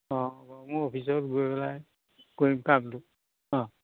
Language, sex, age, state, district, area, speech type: Assamese, male, 60+, Assam, Majuli, urban, conversation